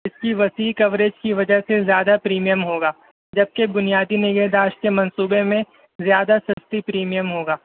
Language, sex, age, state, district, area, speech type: Urdu, male, 18-30, Maharashtra, Nashik, urban, conversation